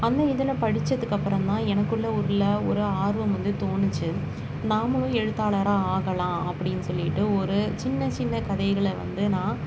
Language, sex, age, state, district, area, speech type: Tamil, female, 30-45, Tamil Nadu, Chennai, urban, spontaneous